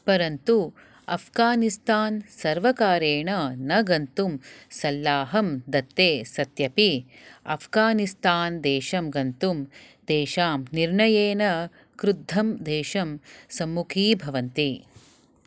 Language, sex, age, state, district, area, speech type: Sanskrit, female, 30-45, Karnataka, Bangalore Urban, urban, read